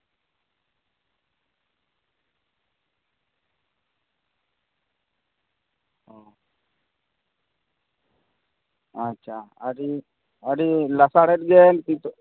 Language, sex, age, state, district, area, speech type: Santali, male, 30-45, West Bengal, Jhargram, rural, conversation